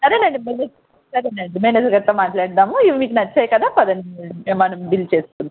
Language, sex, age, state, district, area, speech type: Telugu, female, 30-45, Andhra Pradesh, Visakhapatnam, urban, conversation